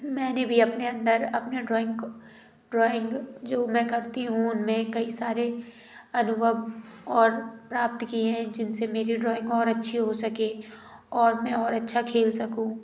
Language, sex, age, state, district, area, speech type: Hindi, female, 18-30, Madhya Pradesh, Gwalior, urban, spontaneous